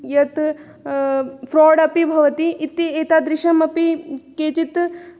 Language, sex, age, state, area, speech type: Sanskrit, female, 18-30, Rajasthan, urban, spontaneous